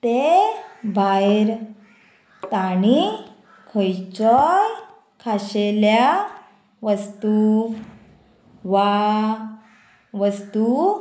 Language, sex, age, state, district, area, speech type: Goan Konkani, female, 30-45, Goa, Murmgao, urban, read